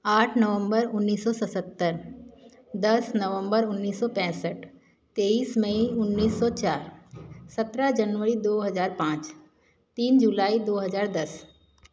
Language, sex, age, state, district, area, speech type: Hindi, female, 45-60, Madhya Pradesh, Jabalpur, urban, spontaneous